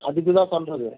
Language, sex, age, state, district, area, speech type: Tamil, male, 45-60, Tamil Nadu, Krishnagiri, rural, conversation